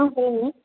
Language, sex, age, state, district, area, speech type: Tamil, female, 18-30, Tamil Nadu, Chengalpattu, urban, conversation